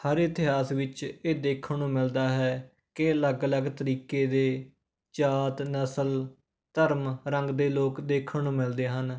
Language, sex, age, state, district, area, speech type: Punjabi, male, 18-30, Punjab, Rupnagar, rural, spontaneous